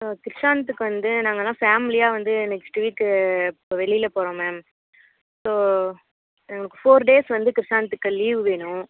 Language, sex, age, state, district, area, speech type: Tamil, female, 30-45, Tamil Nadu, Nagapattinam, rural, conversation